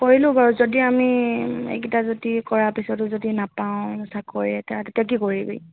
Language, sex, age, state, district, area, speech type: Assamese, female, 18-30, Assam, Charaideo, urban, conversation